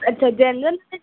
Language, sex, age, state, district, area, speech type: Odia, female, 18-30, Odisha, Sundergarh, urban, conversation